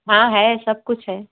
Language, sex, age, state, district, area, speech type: Hindi, female, 45-60, Uttar Pradesh, Mau, urban, conversation